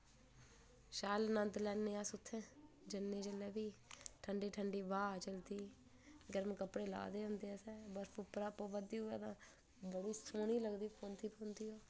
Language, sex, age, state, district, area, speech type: Dogri, female, 30-45, Jammu and Kashmir, Udhampur, rural, spontaneous